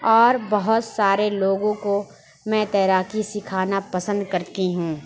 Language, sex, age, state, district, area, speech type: Urdu, female, 18-30, Uttar Pradesh, Lucknow, rural, spontaneous